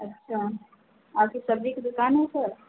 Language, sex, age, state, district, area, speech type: Hindi, female, 45-60, Uttar Pradesh, Azamgarh, rural, conversation